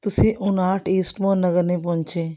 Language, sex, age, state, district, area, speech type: Punjabi, female, 60+, Punjab, Amritsar, urban, spontaneous